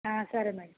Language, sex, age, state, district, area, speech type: Telugu, female, 30-45, Telangana, Mancherial, rural, conversation